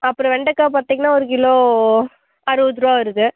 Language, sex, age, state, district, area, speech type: Tamil, female, 18-30, Tamil Nadu, Namakkal, rural, conversation